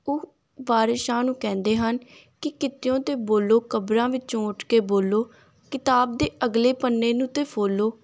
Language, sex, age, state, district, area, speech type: Punjabi, female, 18-30, Punjab, Gurdaspur, rural, spontaneous